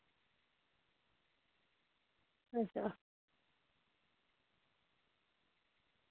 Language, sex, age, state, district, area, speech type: Dogri, female, 45-60, Jammu and Kashmir, Udhampur, rural, conversation